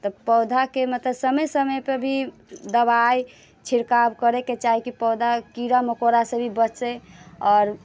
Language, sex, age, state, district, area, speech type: Maithili, female, 30-45, Bihar, Muzaffarpur, rural, spontaneous